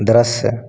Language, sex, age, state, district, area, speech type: Hindi, male, 18-30, Rajasthan, Bharatpur, rural, read